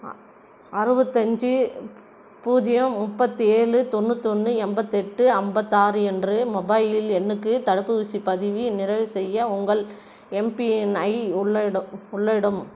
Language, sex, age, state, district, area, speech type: Tamil, female, 60+, Tamil Nadu, Krishnagiri, rural, read